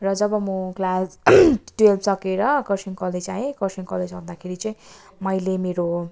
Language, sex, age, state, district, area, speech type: Nepali, female, 18-30, West Bengal, Darjeeling, rural, spontaneous